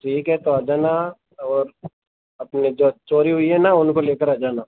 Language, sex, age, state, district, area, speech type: Hindi, male, 18-30, Rajasthan, Nagaur, rural, conversation